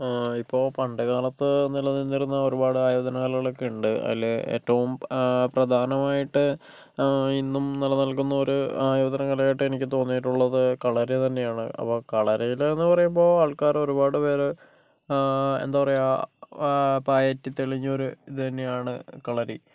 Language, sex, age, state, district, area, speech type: Malayalam, male, 30-45, Kerala, Kozhikode, urban, spontaneous